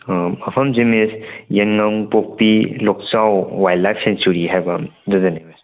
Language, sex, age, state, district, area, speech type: Manipuri, male, 18-30, Manipur, Tengnoupal, rural, conversation